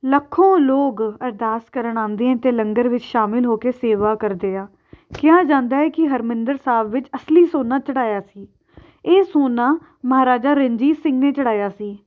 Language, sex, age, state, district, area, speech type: Punjabi, female, 18-30, Punjab, Amritsar, urban, spontaneous